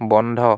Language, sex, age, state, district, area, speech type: Assamese, male, 18-30, Assam, Dibrugarh, rural, read